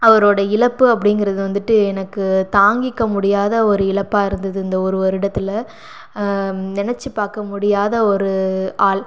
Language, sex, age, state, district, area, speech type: Tamil, female, 45-60, Tamil Nadu, Pudukkottai, rural, spontaneous